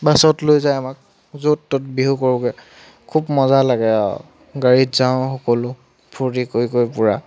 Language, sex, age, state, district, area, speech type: Assamese, male, 30-45, Assam, Charaideo, rural, spontaneous